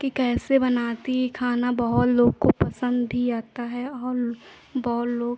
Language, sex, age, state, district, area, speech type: Hindi, female, 30-45, Uttar Pradesh, Lucknow, rural, spontaneous